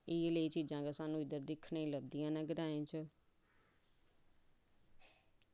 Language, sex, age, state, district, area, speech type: Dogri, female, 30-45, Jammu and Kashmir, Samba, rural, spontaneous